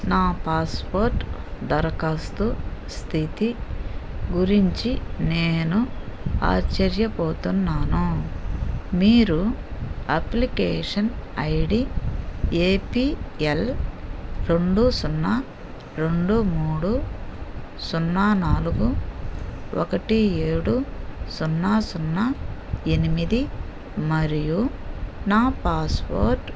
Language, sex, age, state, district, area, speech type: Telugu, female, 60+, Andhra Pradesh, Nellore, rural, read